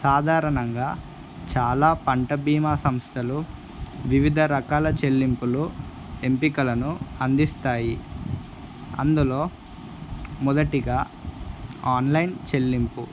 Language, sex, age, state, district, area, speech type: Telugu, male, 18-30, Andhra Pradesh, Kadapa, urban, spontaneous